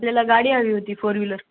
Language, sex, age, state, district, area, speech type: Marathi, male, 18-30, Maharashtra, Nanded, rural, conversation